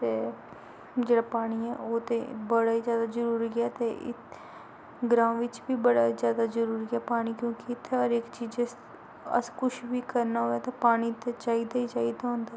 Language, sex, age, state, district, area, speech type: Dogri, female, 18-30, Jammu and Kashmir, Kathua, rural, spontaneous